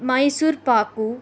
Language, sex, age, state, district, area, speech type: Telugu, female, 18-30, Andhra Pradesh, Kadapa, rural, spontaneous